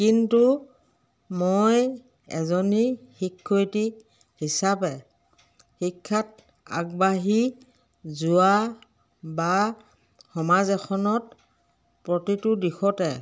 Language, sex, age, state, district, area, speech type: Assamese, female, 60+, Assam, Dhemaji, rural, spontaneous